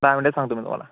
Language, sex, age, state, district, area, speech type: Marathi, male, 18-30, Maharashtra, Hingoli, urban, conversation